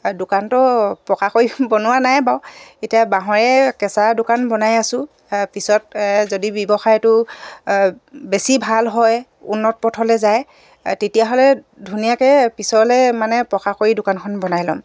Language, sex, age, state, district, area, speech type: Assamese, female, 45-60, Assam, Dibrugarh, rural, spontaneous